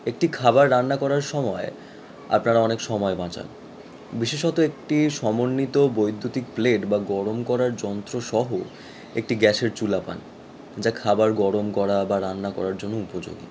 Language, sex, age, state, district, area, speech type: Bengali, male, 18-30, West Bengal, Howrah, urban, spontaneous